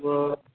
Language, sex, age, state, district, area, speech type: Maithili, male, 30-45, Bihar, Sitamarhi, urban, conversation